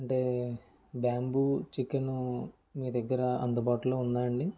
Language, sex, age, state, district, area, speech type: Telugu, male, 30-45, Andhra Pradesh, Kakinada, rural, spontaneous